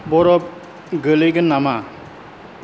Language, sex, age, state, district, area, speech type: Bodo, male, 60+, Assam, Kokrajhar, rural, read